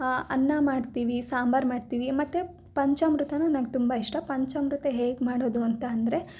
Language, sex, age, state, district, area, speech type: Kannada, female, 18-30, Karnataka, Mysore, urban, spontaneous